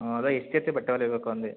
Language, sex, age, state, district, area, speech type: Kannada, male, 30-45, Karnataka, Hassan, urban, conversation